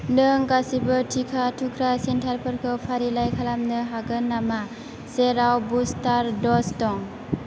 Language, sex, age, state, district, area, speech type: Bodo, female, 18-30, Assam, Chirang, rural, read